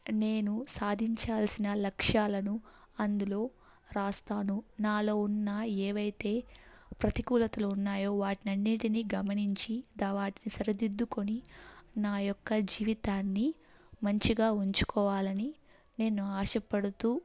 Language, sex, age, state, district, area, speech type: Telugu, female, 18-30, Andhra Pradesh, Kadapa, rural, spontaneous